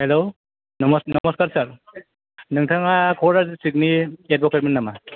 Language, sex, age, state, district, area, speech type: Bodo, male, 30-45, Assam, Kokrajhar, rural, conversation